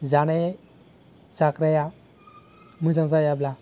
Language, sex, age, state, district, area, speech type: Bodo, male, 18-30, Assam, Baksa, rural, spontaneous